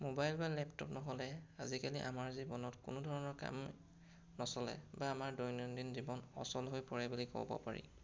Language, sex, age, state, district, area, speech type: Assamese, male, 18-30, Assam, Sonitpur, rural, spontaneous